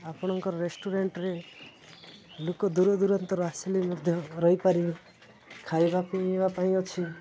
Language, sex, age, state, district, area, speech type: Odia, male, 18-30, Odisha, Nabarangpur, urban, spontaneous